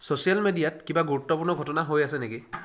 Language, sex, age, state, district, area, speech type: Assamese, male, 60+, Assam, Charaideo, rural, read